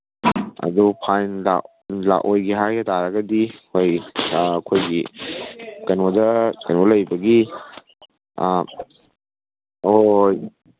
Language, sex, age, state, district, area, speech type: Manipuri, male, 18-30, Manipur, Kangpokpi, urban, conversation